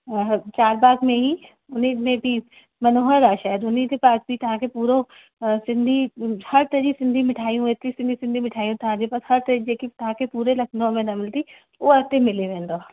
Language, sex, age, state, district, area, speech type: Sindhi, female, 45-60, Uttar Pradesh, Lucknow, urban, conversation